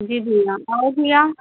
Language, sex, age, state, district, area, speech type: Hindi, female, 30-45, Uttar Pradesh, Prayagraj, rural, conversation